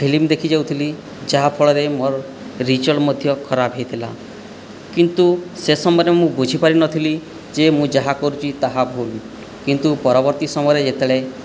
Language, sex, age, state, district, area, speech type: Odia, male, 18-30, Odisha, Boudh, rural, spontaneous